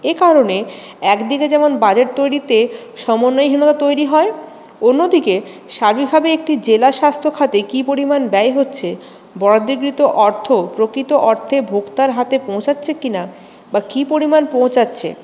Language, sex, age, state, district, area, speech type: Bengali, female, 30-45, West Bengal, Paschim Bardhaman, urban, spontaneous